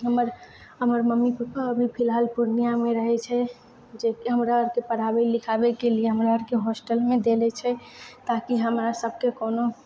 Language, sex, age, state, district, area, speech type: Maithili, female, 18-30, Bihar, Purnia, rural, spontaneous